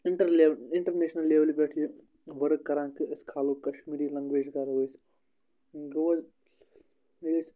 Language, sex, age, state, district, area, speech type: Kashmiri, male, 30-45, Jammu and Kashmir, Bandipora, rural, spontaneous